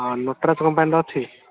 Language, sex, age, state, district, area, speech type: Odia, male, 18-30, Odisha, Ganjam, urban, conversation